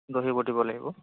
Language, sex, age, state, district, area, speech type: Assamese, female, 18-30, Assam, Nagaon, rural, conversation